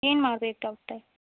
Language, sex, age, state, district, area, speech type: Kannada, female, 18-30, Karnataka, Chikkaballapur, rural, conversation